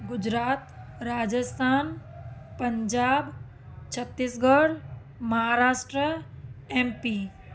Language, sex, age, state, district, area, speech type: Sindhi, female, 30-45, Gujarat, Surat, urban, spontaneous